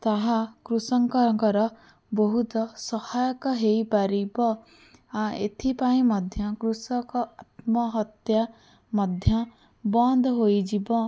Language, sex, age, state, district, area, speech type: Odia, female, 18-30, Odisha, Bhadrak, rural, spontaneous